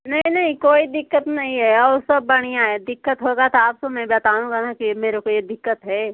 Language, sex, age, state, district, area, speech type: Hindi, female, 30-45, Uttar Pradesh, Ghazipur, rural, conversation